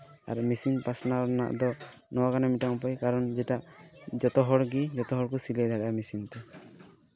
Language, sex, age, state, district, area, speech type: Santali, male, 18-30, West Bengal, Malda, rural, spontaneous